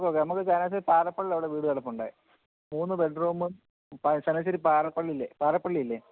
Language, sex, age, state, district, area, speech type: Malayalam, male, 45-60, Kerala, Kottayam, rural, conversation